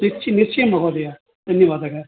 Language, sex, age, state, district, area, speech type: Sanskrit, male, 60+, Tamil Nadu, Coimbatore, urban, conversation